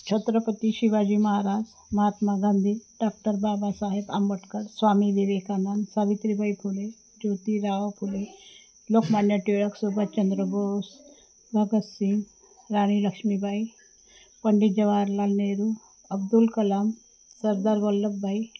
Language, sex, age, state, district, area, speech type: Marathi, female, 60+, Maharashtra, Wardha, rural, spontaneous